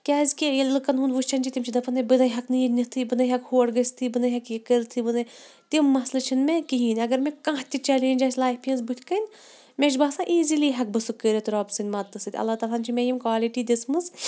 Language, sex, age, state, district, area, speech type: Kashmiri, female, 30-45, Jammu and Kashmir, Shopian, urban, spontaneous